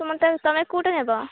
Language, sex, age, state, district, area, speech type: Odia, female, 18-30, Odisha, Malkangiri, urban, conversation